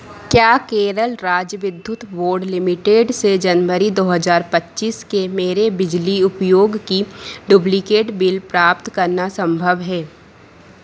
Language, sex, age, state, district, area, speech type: Hindi, female, 30-45, Madhya Pradesh, Harda, urban, read